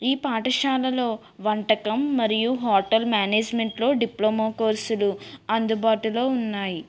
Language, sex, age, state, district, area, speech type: Telugu, female, 18-30, Andhra Pradesh, East Godavari, urban, spontaneous